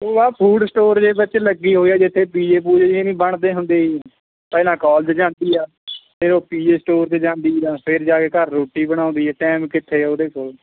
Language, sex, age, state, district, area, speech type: Punjabi, male, 18-30, Punjab, Kapurthala, rural, conversation